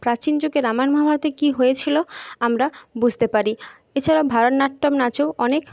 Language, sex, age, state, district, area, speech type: Bengali, female, 30-45, West Bengal, Jhargram, rural, spontaneous